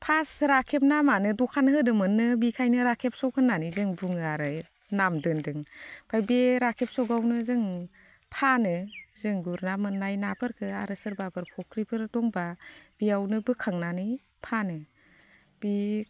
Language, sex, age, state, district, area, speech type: Bodo, female, 30-45, Assam, Baksa, rural, spontaneous